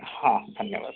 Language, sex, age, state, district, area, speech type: Odia, male, 45-60, Odisha, Mayurbhanj, rural, conversation